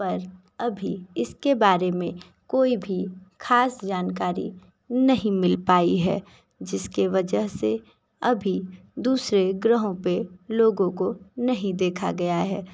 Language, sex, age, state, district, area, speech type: Hindi, female, 30-45, Uttar Pradesh, Sonbhadra, rural, spontaneous